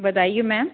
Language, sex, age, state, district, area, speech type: Urdu, female, 45-60, Uttar Pradesh, Rampur, urban, conversation